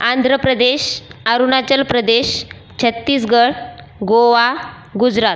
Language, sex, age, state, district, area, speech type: Marathi, female, 18-30, Maharashtra, Buldhana, rural, spontaneous